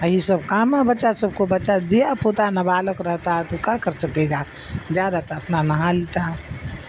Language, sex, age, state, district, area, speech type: Urdu, female, 60+, Bihar, Darbhanga, rural, spontaneous